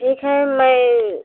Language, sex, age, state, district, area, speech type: Hindi, female, 45-60, Uttar Pradesh, Jaunpur, rural, conversation